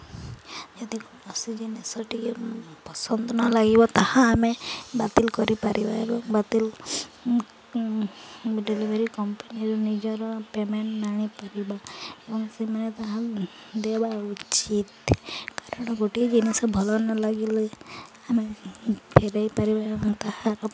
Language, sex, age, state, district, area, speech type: Odia, female, 18-30, Odisha, Balangir, urban, spontaneous